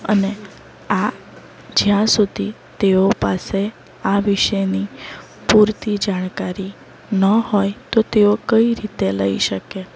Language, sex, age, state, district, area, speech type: Gujarati, female, 30-45, Gujarat, Valsad, urban, spontaneous